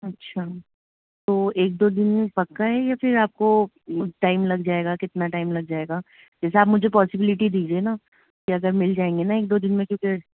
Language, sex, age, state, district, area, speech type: Urdu, female, 30-45, Delhi, North East Delhi, urban, conversation